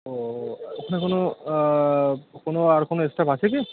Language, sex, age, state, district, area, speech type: Bengali, male, 30-45, West Bengal, Birbhum, urban, conversation